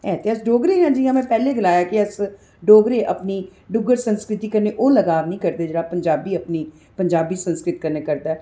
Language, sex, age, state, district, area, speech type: Dogri, female, 45-60, Jammu and Kashmir, Jammu, urban, spontaneous